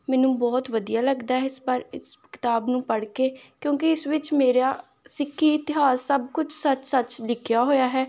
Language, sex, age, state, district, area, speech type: Punjabi, female, 18-30, Punjab, Gurdaspur, rural, spontaneous